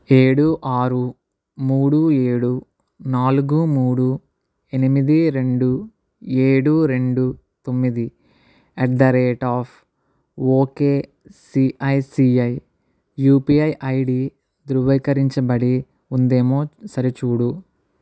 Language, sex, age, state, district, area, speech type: Telugu, male, 18-30, Andhra Pradesh, Kakinada, rural, read